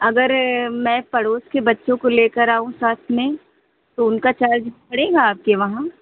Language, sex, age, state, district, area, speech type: Hindi, female, 60+, Uttar Pradesh, Hardoi, rural, conversation